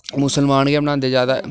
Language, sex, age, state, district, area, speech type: Dogri, male, 18-30, Jammu and Kashmir, Udhampur, urban, spontaneous